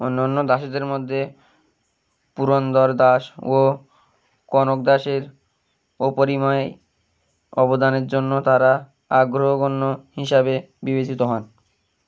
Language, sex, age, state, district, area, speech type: Bengali, male, 18-30, West Bengal, Uttar Dinajpur, urban, read